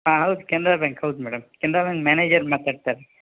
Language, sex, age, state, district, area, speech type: Kannada, male, 60+, Karnataka, Shimoga, rural, conversation